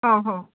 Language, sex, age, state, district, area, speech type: Marathi, female, 60+, Maharashtra, Nagpur, urban, conversation